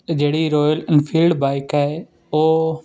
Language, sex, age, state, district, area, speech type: Punjabi, male, 30-45, Punjab, Ludhiana, urban, spontaneous